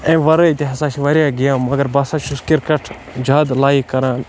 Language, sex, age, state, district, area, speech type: Kashmiri, male, 30-45, Jammu and Kashmir, Baramulla, rural, spontaneous